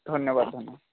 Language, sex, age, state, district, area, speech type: Odia, male, 45-60, Odisha, Nuapada, urban, conversation